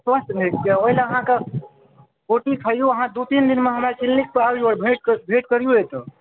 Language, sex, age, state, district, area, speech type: Maithili, male, 18-30, Bihar, Supaul, rural, conversation